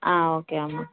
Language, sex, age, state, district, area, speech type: Telugu, female, 18-30, Telangana, Hyderabad, rural, conversation